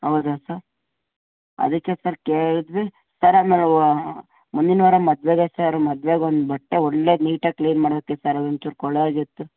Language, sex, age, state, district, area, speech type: Kannada, male, 18-30, Karnataka, Chitradurga, urban, conversation